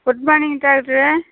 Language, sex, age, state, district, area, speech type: Tamil, female, 60+, Tamil Nadu, Namakkal, rural, conversation